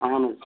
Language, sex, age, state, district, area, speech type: Kashmiri, male, 18-30, Jammu and Kashmir, Shopian, rural, conversation